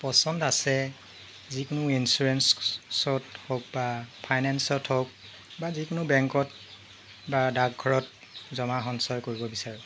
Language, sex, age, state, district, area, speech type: Assamese, male, 30-45, Assam, Jorhat, urban, spontaneous